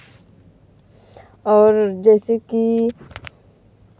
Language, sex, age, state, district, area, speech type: Hindi, female, 18-30, Uttar Pradesh, Varanasi, rural, spontaneous